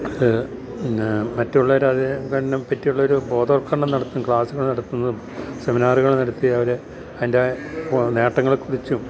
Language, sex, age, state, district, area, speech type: Malayalam, male, 60+, Kerala, Idukki, rural, spontaneous